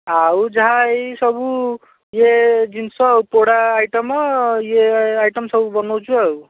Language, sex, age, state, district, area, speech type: Odia, male, 30-45, Odisha, Bhadrak, rural, conversation